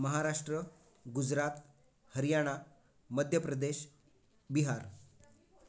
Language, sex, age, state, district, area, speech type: Marathi, male, 45-60, Maharashtra, Raigad, urban, spontaneous